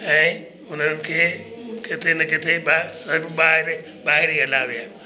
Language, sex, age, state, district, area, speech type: Sindhi, male, 60+, Delhi, South Delhi, urban, spontaneous